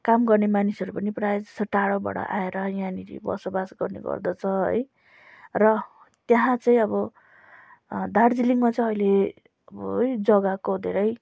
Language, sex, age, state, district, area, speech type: Nepali, female, 30-45, West Bengal, Darjeeling, rural, spontaneous